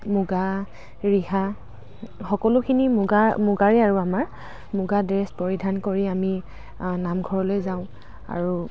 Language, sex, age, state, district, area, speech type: Assamese, female, 18-30, Assam, Dhemaji, rural, spontaneous